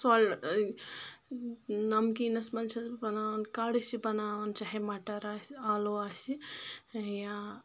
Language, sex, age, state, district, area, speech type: Kashmiri, female, 18-30, Jammu and Kashmir, Anantnag, rural, spontaneous